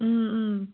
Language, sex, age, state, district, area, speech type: Manipuri, female, 30-45, Manipur, Kangpokpi, urban, conversation